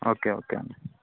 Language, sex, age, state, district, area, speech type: Telugu, male, 18-30, Andhra Pradesh, Anantapur, urban, conversation